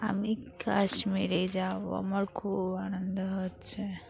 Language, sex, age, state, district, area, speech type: Bengali, female, 45-60, West Bengal, Dakshin Dinajpur, urban, spontaneous